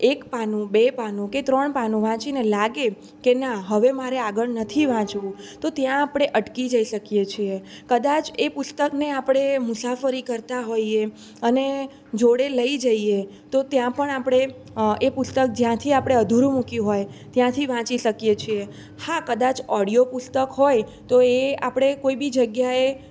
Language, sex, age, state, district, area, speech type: Gujarati, female, 18-30, Gujarat, Surat, rural, spontaneous